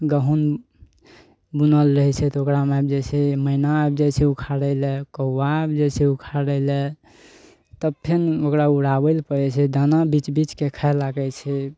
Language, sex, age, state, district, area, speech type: Maithili, male, 18-30, Bihar, Araria, rural, spontaneous